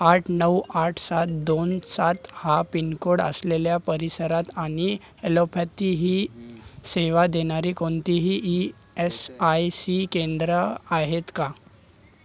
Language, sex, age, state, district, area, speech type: Marathi, male, 18-30, Maharashtra, Thane, urban, read